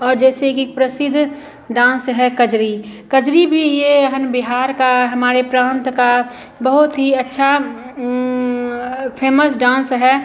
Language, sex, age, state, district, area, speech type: Hindi, female, 45-60, Bihar, Madhubani, rural, spontaneous